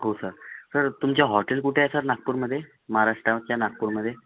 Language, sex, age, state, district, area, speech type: Marathi, other, 45-60, Maharashtra, Nagpur, rural, conversation